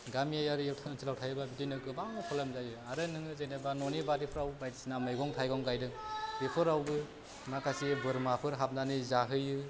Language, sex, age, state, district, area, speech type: Bodo, male, 30-45, Assam, Kokrajhar, rural, spontaneous